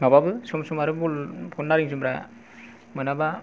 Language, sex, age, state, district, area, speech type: Bodo, male, 45-60, Assam, Kokrajhar, rural, spontaneous